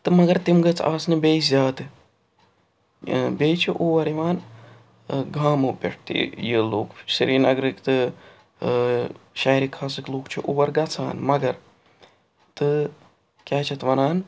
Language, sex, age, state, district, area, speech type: Kashmiri, male, 45-60, Jammu and Kashmir, Srinagar, urban, spontaneous